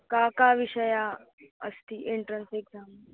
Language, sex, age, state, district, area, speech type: Sanskrit, female, 18-30, Maharashtra, Wardha, urban, conversation